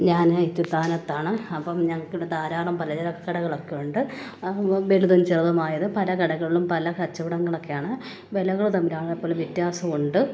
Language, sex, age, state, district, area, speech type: Malayalam, female, 45-60, Kerala, Kottayam, rural, spontaneous